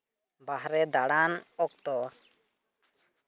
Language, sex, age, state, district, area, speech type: Santali, male, 18-30, West Bengal, Purulia, rural, spontaneous